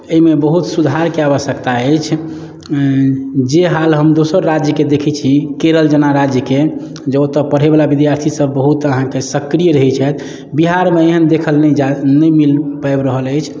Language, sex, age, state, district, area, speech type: Maithili, male, 30-45, Bihar, Madhubani, rural, spontaneous